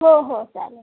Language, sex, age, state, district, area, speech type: Marathi, female, 18-30, Maharashtra, Thane, urban, conversation